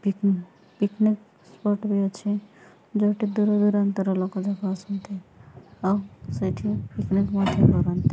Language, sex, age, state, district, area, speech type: Odia, female, 18-30, Odisha, Nabarangpur, urban, spontaneous